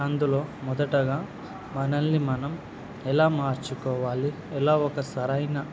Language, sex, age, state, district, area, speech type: Telugu, male, 18-30, Andhra Pradesh, Nandyal, urban, spontaneous